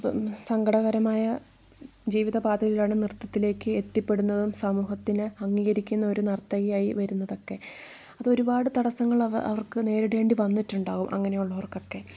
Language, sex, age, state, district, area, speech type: Malayalam, female, 18-30, Kerala, Wayanad, rural, spontaneous